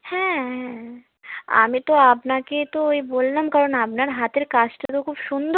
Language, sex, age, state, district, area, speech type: Bengali, female, 18-30, West Bengal, South 24 Parganas, rural, conversation